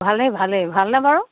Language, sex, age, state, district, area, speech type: Assamese, female, 60+, Assam, Dibrugarh, rural, conversation